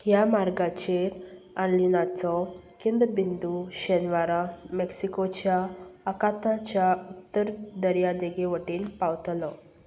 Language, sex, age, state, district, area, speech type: Goan Konkani, female, 18-30, Goa, Salcete, rural, read